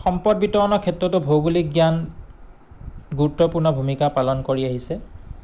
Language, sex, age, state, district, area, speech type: Assamese, male, 30-45, Assam, Goalpara, urban, spontaneous